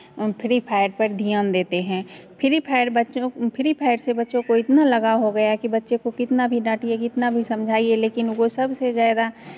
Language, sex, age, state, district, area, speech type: Hindi, female, 45-60, Bihar, Begusarai, rural, spontaneous